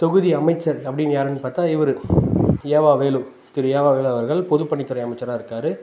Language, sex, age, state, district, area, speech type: Tamil, male, 18-30, Tamil Nadu, Tiruvannamalai, urban, spontaneous